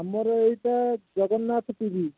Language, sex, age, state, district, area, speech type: Odia, male, 45-60, Odisha, Khordha, rural, conversation